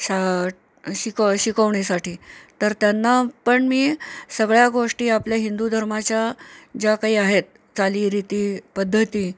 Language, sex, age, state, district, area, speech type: Marathi, female, 45-60, Maharashtra, Nanded, rural, spontaneous